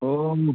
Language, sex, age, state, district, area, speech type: Manipuri, male, 30-45, Manipur, Senapati, rural, conversation